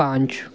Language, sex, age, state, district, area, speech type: Hindi, male, 30-45, Madhya Pradesh, Hoshangabad, urban, read